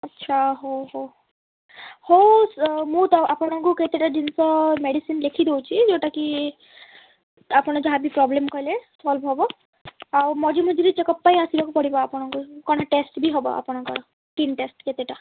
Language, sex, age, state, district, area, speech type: Odia, female, 18-30, Odisha, Kalahandi, rural, conversation